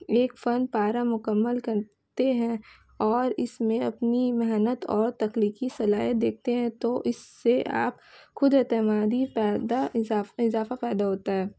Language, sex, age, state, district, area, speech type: Urdu, female, 18-30, West Bengal, Kolkata, urban, spontaneous